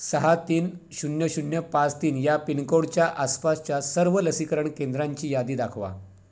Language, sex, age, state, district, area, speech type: Marathi, male, 45-60, Maharashtra, Raigad, rural, read